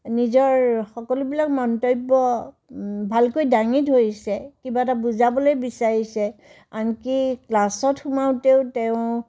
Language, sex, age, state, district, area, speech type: Assamese, female, 60+, Assam, Tinsukia, rural, spontaneous